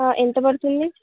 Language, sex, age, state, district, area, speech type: Telugu, female, 18-30, Telangana, Ranga Reddy, rural, conversation